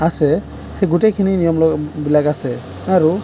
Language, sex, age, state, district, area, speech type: Assamese, male, 18-30, Assam, Sonitpur, rural, spontaneous